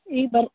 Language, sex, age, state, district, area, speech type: Kannada, female, 60+, Karnataka, Bidar, urban, conversation